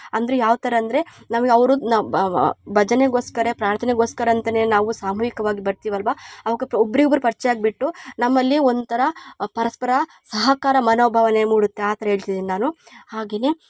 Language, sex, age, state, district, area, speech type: Kannada, female, 30-45, Karnataka, Chikkamagaluru, rural, spontaneous